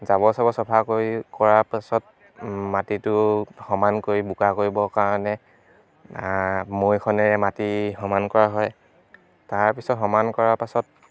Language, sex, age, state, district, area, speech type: Assamese, male, 18-30, Assam, Dibrugarh, rural, spontaneous